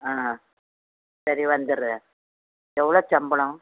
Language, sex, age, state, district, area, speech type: Tamil, female, 45-60, Tamil Nadu, Thoothukudi, urban, conversation